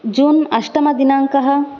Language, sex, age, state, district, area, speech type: Sanskrit, female, 18-30, Karnataka, Koppal, rural, spontaneous